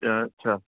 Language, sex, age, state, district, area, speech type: Urdu, male, 45-60, Uttar Pradesh, Rampur, urban, conversation